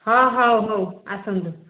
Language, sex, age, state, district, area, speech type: Odia, female, 45-60, Odisha, Gajapati, rural, conversation